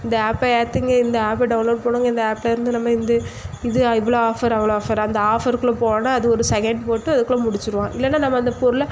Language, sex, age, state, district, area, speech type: Tamil, female, 18-30, Tamil Nadu, Thoothukudi, rural, spontaneous